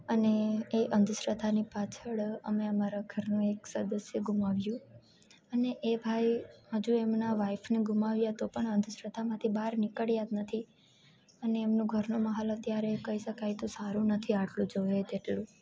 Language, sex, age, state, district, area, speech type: Gujarati, female, 18-30, Gujarat, Junagadh, rural, spontaneous